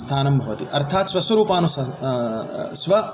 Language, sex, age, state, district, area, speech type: Sanskrit, male, 30-45, Karnataka, Davanagere, urban, spontaneous